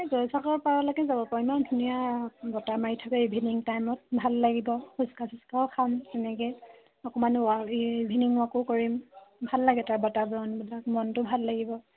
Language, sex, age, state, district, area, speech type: Assamese, female, 18-30, Assam, Sivasagar, rural, conversation